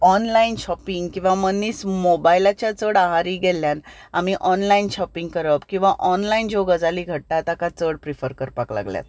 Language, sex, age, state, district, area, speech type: Goan Konkani, female, 30-45, Goa, Ponda, rural, spontaneous